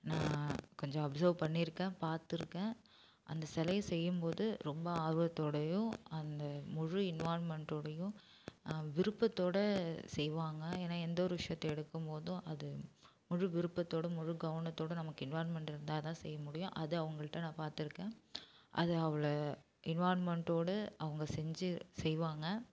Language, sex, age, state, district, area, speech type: Tamil, female, 18-30, Tamil Nadu, Namakkal, urban, spontaneous